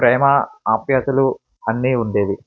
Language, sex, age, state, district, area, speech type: Telugu, male, 45-60, Andhra Pradesh, Eluru, rural, spontaneous